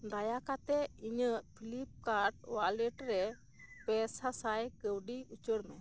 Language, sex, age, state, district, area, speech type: Santali, female, 30-45, West Bengal, Birbhum, rural, read